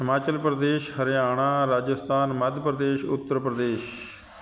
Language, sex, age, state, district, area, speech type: Punjabi, male, 45-60, Punjab, Shaheed Bhagat Singh Nagar, urban, spontaneous